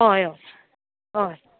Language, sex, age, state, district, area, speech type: Goan Konkani, female, 18-30, Goa, Murmgao, urban, conversation